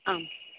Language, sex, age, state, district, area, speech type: Sanskrit, female, 18-30, Kerala, Thrissur, urban, conversation